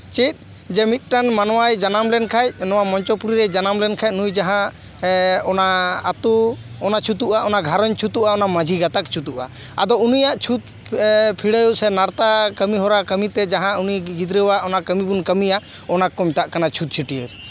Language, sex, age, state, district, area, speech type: Santali, male, 45-60, West Bengal, Paschim Bardhaman, urban, spontaneous